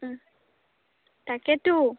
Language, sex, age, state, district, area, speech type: Assamese, female, 18-30, Assam, Golaghat, urban, conversation